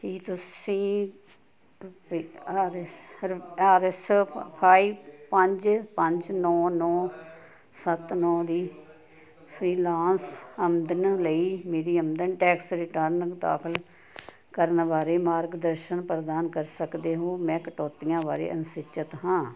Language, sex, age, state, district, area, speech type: Punjabi, female, 60+, Punjab, Ludhiana, rural, read